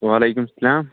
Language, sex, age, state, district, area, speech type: Kashmiri, male, 18-30, Jammu and Kashmir, Kupwara, rural, conversation